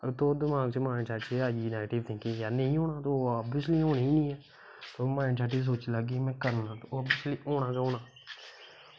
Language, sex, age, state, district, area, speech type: Dogri, male, 18-30, Jammu and Kashmir, Kathua, rural, spontaneous